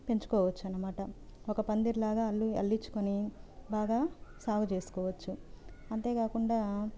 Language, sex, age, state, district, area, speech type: Telugu, female, 30-45, Andhra Pradesh, Sri Balaji, rural, spontaneous